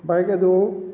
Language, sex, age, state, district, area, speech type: Manipuri, male, 45-60, Manipur, Kakching, rural, spontaneous